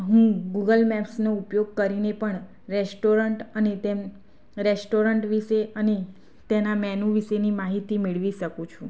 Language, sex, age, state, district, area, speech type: Gujarati, female, 30-45, Gujarat, Anand, rural, spontaneous